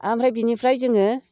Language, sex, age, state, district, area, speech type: Bodo, female, 60+, Assam, Chirang, rural, spontaneous